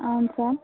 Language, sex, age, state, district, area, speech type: Telugu, female, 18-30, Andhra Pradesh, Guntur, urban, conversation